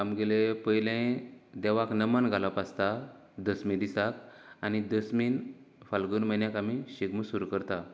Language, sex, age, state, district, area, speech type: Goan Konkani, male, 30-45, Goa, Canacona, rural, spontaneous